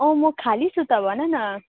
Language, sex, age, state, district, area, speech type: Nepali, female, 18-30, West Bengal, Darjeeling, rural, conversation